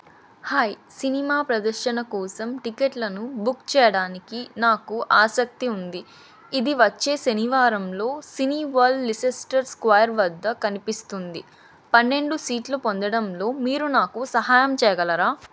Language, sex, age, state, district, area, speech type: Telugu, female, 30-45, Andhra Pradesh, Chittoor, rural, read